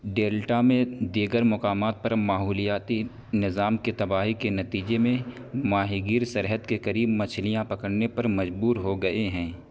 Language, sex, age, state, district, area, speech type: Urdu, male, 18-30, Uttar Pradesh, Saharanpur, urban, read